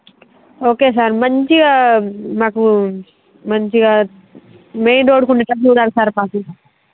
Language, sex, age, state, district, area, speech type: Telugu, female, 30-45, Telangana, Jangaon, rural, conversation